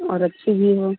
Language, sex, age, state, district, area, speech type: Hindi, female, 18-30, Uttar Pradesh, Mirzapur, rural, conversation